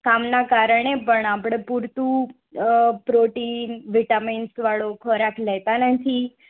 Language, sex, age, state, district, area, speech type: Gujarati, female, 18-30, Gujarat, Morbi, urban, conversation